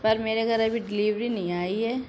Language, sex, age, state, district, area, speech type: Urdu, female, 30-45, Uttar Pradesh, Shahjahanpur, urban, spontaneous